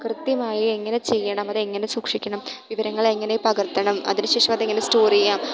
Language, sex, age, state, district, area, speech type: Malayalam, female, 18-30, Kerala, Idukki, rural, spontaneous